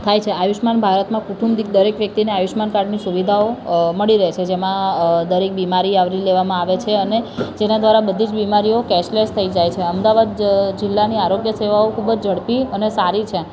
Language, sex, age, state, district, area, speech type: Gujarati, female, 18-30, Gujarat, Ahmedabad, urban, spontaneous